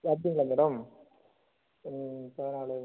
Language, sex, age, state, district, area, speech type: Tamil, male, 30-45, Tamil Nadu, Cuddalore, rural, conversation